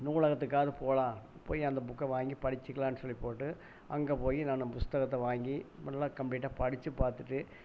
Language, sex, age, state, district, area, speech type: Tamil, male, 60+, Tamil Nadu, Erode, rural, spontaneous